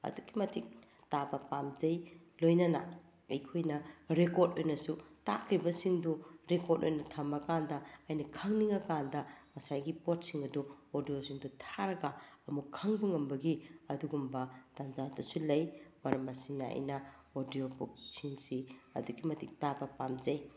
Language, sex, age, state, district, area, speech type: Manipuri, female, 45-60, Manipur, Bishnupur, urban, spontaneous